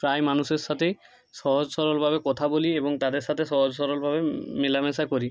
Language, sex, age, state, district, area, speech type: Bengali, male, 30-45, West Bengal, Jhargram, rural, spontaneous